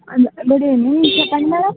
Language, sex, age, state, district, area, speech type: Telugu, female, 45-60, Andhra Pradesh, Visakhapatnam, urban, conversation